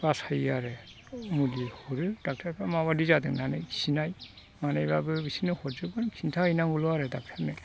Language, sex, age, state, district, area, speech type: Bodo, male, 60+, Assam, Chirang, rural, spontaneous